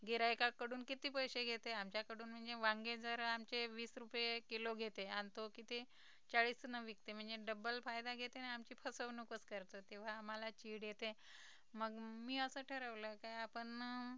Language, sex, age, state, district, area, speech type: Marathi, female, 45-60, Maharashtra, Nagpur, rural, spontaneous